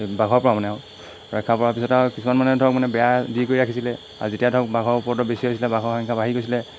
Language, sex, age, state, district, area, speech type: Assamese, male, 45-60, Assam, Golaghat, rural, spontaneous